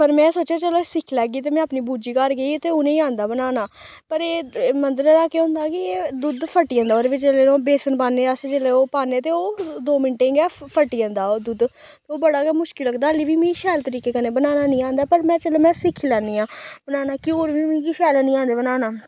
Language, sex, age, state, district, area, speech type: Dogri, female, 18-30, Jammu and Kashmir, Samba, rural, spontaneous